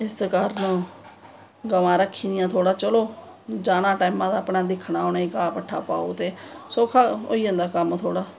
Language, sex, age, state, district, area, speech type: Dogri, female, 30-45, Jammu and Kashmir, Samba, rural, spontaneous